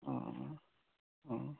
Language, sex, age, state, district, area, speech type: Assamese, male, 45-60, Assam, Darrang, rural, conversation